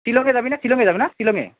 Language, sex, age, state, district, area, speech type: Assamese, male, 18-30, Assam, Goalpara, rural, conversation